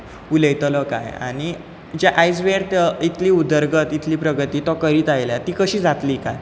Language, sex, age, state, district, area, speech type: Goan Konkani, male, 18-30, Goa, Bardez, rural, spontaneous